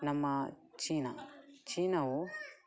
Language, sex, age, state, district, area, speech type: Kannada, male, 18-30, Karnataka, Dakshina Kannada, rural, spontaneous